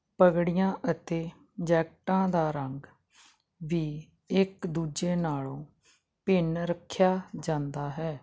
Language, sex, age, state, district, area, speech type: Punjabi, female, 45-60, Punjab, Jalandhar, rural, spontaneous